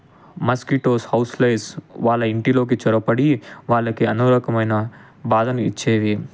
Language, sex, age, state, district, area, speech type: Telugu, male, 18-30, Telangana, Ranga Reddy, urban, spontaneous